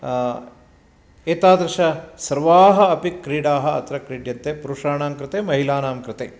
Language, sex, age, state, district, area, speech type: Sanskrit, male, 45-60, Karnataka, Uttara Kannada, rural, spontaneous